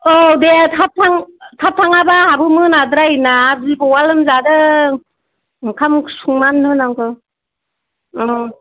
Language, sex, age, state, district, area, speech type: Bodo, female, 60+, Assam, Kokrajhar, rural, conversation